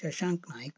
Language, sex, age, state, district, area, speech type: Kannada, male, 30-45, Karnataka, Shimoga, rural, spontaneous